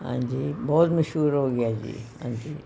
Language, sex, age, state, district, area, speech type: Punjabi, female, 60+, Punjab, Pathankot, rural, spontaneous